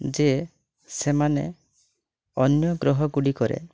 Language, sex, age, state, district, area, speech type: Odia, male, 18-30, Odisha, Mayurbhanj, rural, spontaneous